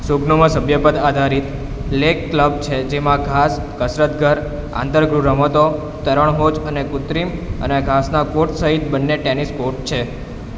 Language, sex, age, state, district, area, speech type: Gujarati, male, 18-30, Gujarat, Valsad, rural, read